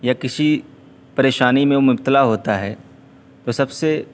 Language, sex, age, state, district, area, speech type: Urdu, male, 18-30, Uttar Pradesh, Siddharthnagar, rural, spontaneous